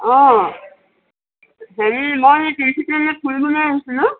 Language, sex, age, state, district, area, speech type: Assamese, female, 45-60, Assam, Tinsukia, urban, conversation